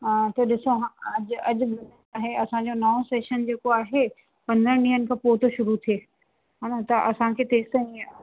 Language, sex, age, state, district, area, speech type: Sindhi, female, 18-30, Uttar Pradesh, Lucknow, urban, conversation